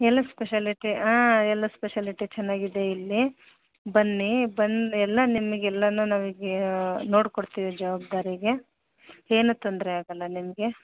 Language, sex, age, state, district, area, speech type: Kannada, female, 30-45, Karnataka, Chitradurga, rural, conversation